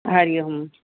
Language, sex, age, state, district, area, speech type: Sindhi, female, 45-60, Uttar Pradesh, Lucknow, rural, conversation